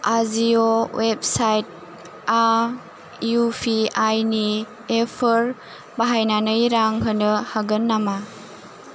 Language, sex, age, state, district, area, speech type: Bodo, female, 18-30, Assam, Chirang, rural, read